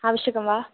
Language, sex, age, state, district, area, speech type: Sanskrit, female, 18-30, Kerala, Thrissur, rural, conversation